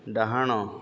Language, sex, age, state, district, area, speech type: Odia, male, 30-45, Odisha, Subarnapur, urban, read